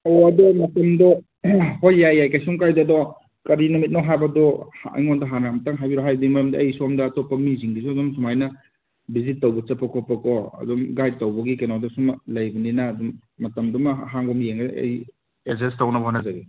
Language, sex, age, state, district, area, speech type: Manipuri, male, 30-45, Manipur, Kangpokpi, urban, conversation